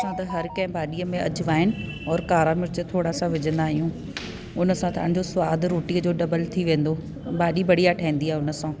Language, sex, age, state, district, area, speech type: Sindhi, female, 30-45, Delhi, South Delhi, urban, spontaneous